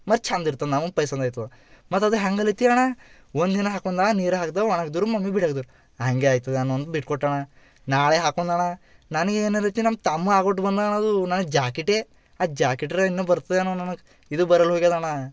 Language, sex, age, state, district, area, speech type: Kannada, male, 18-30, Karnataka, Bidar, urban, spontaneous